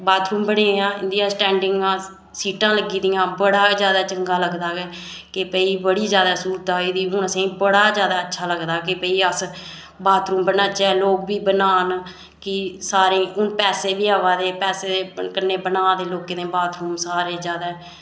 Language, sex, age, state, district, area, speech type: Dogri, female, 30-45, Jammu and Kashmir, Reasi, rural, spontaneous